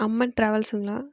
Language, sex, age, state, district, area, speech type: Tamil, female, 18-30, Tamil Nadu, Erode, rural, spontaneous